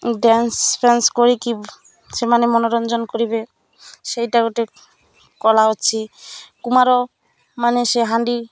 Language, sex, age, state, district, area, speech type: Odia, female, 45-60, Odisha, Malkangiri, urban, spontaneous